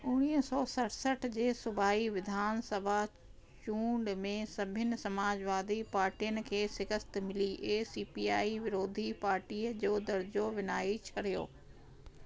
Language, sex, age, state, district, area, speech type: Sindhi, female, 45-60, Delhi, South Delhi, rural, read